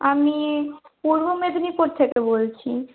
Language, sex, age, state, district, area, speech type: Bengali, female, 30-45, West Bengal, Purba Medinipur, rural, conversation